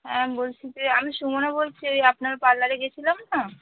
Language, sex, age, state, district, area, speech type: Bengali, female, 18-30, West Bengal, Cooch Behar, rural, conversation